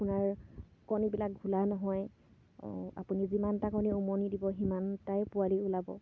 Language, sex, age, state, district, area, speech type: Assamese, female, 18-30, Assam, Sivasagar, rural, spontaneous